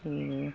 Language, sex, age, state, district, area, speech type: Kannada, female, 45-60, Karnataka, Udupi, rural, spontaneous